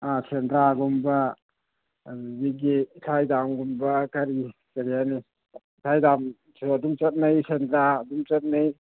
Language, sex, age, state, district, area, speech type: Manipuri, male, 45-60, Manipur, Churachandpur, rural, conversation